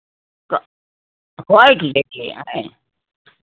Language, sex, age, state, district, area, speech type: Hindi, male, 60+, Uttar Pradesh, Hardoi, rural, conversation